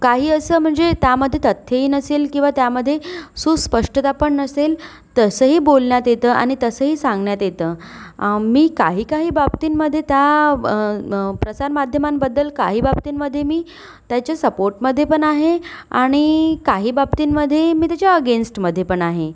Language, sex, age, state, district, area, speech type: Marathi, female, 30-45, Maharashtra, Nagpur, urban, spontaneous